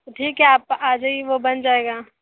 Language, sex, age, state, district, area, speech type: Hindi, female, 60+, Uttar Pradesh, Sonbhadra, rural, conversation